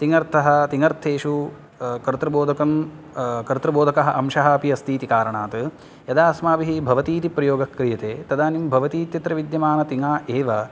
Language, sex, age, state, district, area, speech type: Sanskrit, male, 18-30, Karnataka, Uttara Kannada, urban, spontaneous